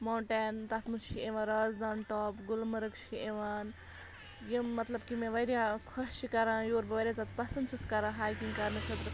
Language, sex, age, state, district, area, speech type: Kashmiri, female, 30-45, Jammu and Kashmir, Bandipora, rural, spontaneous